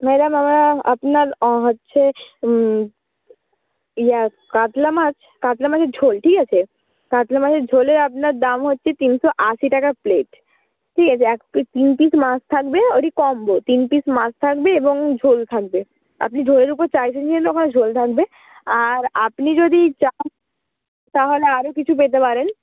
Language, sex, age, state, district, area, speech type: Bengali, female, 30-45, West Bengal, Purba Medinipur, rural, conversation